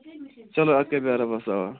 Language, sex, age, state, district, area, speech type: Kashmiri, male, 45-60, Jammu and Kashmir, Budgam, rural, conversation